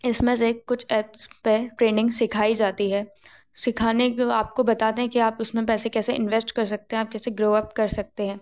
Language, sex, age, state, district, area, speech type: Hindi, female, 18-30, Madhya Pradesh, Gwalior, rural, spontaneous